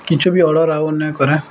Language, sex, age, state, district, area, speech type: Odia, male, 18-30, Odisha, Bargarh, urban, spontaneous